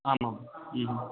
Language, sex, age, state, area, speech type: Sanskrit, male, 18-30, Rajasthan, rural, conversation